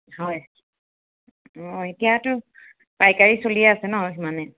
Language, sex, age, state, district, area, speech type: Assamese, female, 30-45, Assam, Sonitpur, urban, conversation